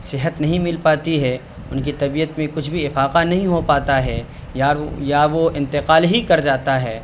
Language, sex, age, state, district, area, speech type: Urdu, male, 30-45, Bihar, Saharsa, urban, spontaneous